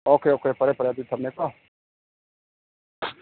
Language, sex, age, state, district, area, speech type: Manipuri, male, 45-60, Manipur, Ukhrul, rural, conversation